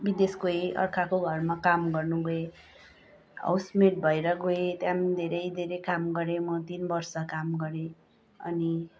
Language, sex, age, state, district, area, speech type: Nepali, female, 30-45, West Bengal, Kalimpong, rural, spontaneous